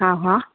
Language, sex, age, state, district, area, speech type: Sindhi, female, 30-45, Gujarat, Surat, urban, conversation